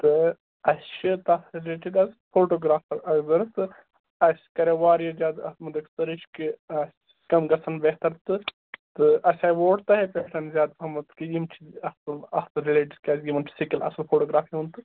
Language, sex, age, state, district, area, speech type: Kashmiri, male, 18-30, Jammu and Kashmir, Budgam, rural, conversation